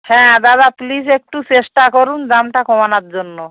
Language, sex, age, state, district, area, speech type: Bengali, female, 30-45, West Bengal, Howrah, urban, conversation